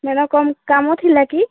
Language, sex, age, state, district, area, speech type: Odia, female, 18-30, Odisha, Kalahandi, rural, conversation